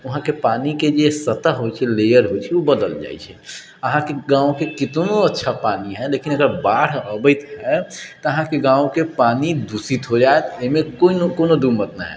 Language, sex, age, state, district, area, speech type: Maithili, male, 30-45, Bihar, Sitamarhi, urban, spontaneous